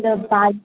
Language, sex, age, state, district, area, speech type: Marathi, female, 18-30, Maharashtra, Ahmednagar, urban, conversation